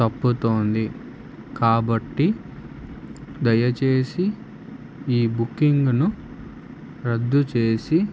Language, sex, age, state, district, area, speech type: Telugu, male, 18-30, Andhra Pradesh, Nandyal, urban, spontaneous